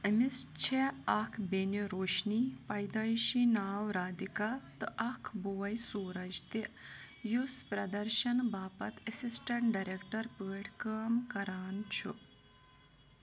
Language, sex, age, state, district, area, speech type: Kashmiri, female, 30-45, Jammu and Kashmir, Srinagar, rural, read